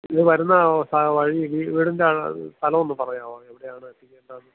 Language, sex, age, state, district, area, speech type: Malayalam, male, 30-45, Kerala, Thiruvananthapuram, rural, conversation